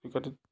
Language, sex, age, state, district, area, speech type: Assamese, male, 60+, Assam, Biswanath, rural, spontaneous